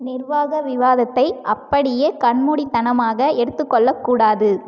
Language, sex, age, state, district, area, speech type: Tamil, female, 18-30, Tamil Nadu, Cuddalore, rural, read